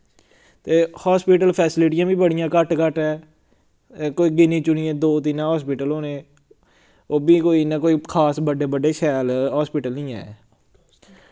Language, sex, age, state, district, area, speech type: Dogri, male, 18-30, Jammu and Kashmir, Samba, rural, spontaneous